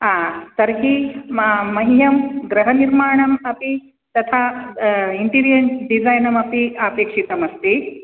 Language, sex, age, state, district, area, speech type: Sanskrit, female, 45-60, Karnataka, Dakshina Kannada, urban, conversation